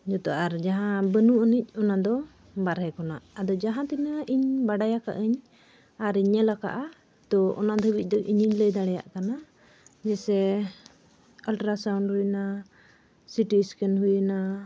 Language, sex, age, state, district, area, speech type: Santali, female, 45-60, Jharkhand, Bokaro, rural, spontaneous